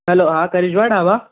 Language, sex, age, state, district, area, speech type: Urdu, male, 18-30, Maharashtra, Nashik, urban, conversation